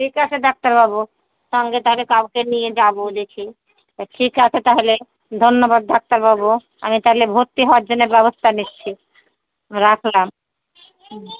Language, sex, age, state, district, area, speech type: Bengali, female, 30-45, West Bengal, Murshidabad, rural, conversation